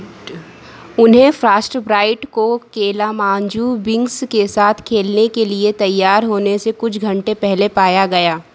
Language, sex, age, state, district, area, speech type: Hindi, female, 30-45, Madhya Pradesh, Harda, urban, read